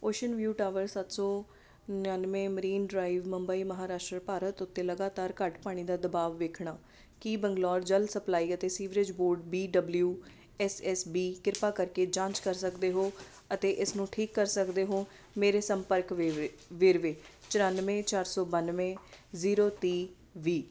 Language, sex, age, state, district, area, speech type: Punjabi, female, 30-45, Punjab, Ludhiana, urban, read